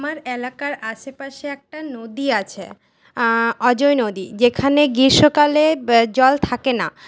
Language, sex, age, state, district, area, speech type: Bengali, female, 18-30, West Bengal, Paschim Bardhaman, urban, spontaneous